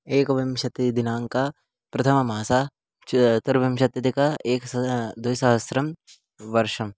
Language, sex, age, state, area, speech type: Sanskrit, male, 18-30, Chhattisgarh, urban, spontaneous